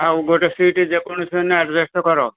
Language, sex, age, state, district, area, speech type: Odia, male, 60+, Odisha, Jharsuguda, rural, conversation